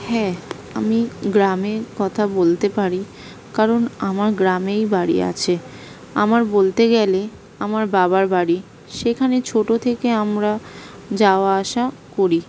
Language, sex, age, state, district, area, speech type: Bengali, female, 18-30, West Bengal, South 24 Parganas, rural, spontaneous